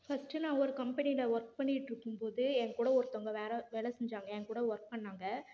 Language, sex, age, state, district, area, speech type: Tamil, female, 18-30, Tamil Nadu, Namakkal, urban, spontaneous